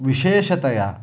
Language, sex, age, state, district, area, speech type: Sanskrit, male, 18-30, Karnataka, Uttara Kannada, rural, spontaneous